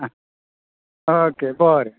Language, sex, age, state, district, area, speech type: Goan Konkani, male, 45-60, Goa, Bardez, rural, conversation